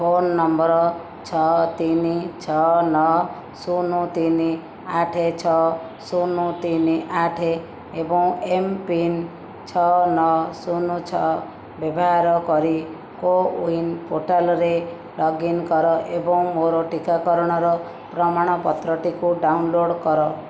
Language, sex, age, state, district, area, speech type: Odia, female, 45-60, Odisha, Jajpur, rural, read